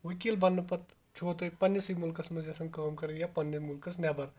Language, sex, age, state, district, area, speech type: Kashmiri, male, 18-30, Jammu and Kashmir, Kulgam, rural, spontaneous